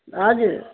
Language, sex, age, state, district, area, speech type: Nepali, female, 45-60, West Bengal, Jalpaiguri, urban, conversation